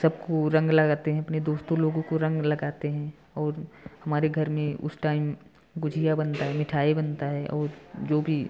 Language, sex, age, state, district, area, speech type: Hindi, male, 18-30, Uttar Pradesh, Prayagraj, rural, spontaneous